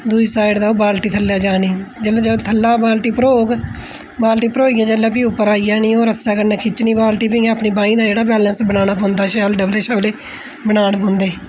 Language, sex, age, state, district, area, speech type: Dogri, female, 30-45, Jammu and Kashmir, Udhampur, urban, spontaneous